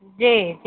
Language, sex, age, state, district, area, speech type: Hindi, female, 45-60, Bihar, Begusarai, rural, conversation